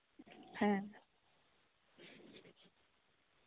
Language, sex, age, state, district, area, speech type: Santali, female, 18-30, West Bengal, Birbhum, rural, conversation